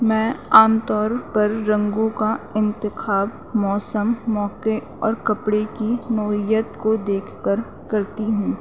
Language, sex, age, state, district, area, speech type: Urdu, female, 18-30, Delhi, North East Delhi, urban, spontaneous